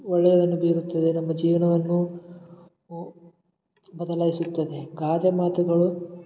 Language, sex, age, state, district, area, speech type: Kannada, male, 18-30, Karnataka, Gulbarga, urban, spontaneous